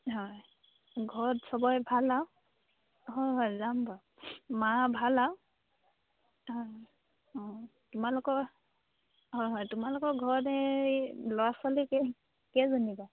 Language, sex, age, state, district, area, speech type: Assamese, female, 30-45, Assam, Dibrugarh, rural, conversation